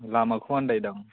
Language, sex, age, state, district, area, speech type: Bodo, male, 18-30, Assam, Kokrajhar, rural, conversation